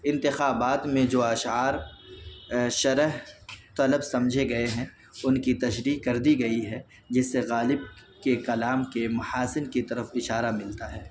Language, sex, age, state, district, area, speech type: Urdu, male, 18-30, Delhi, North West Delhi, urban, spontaneous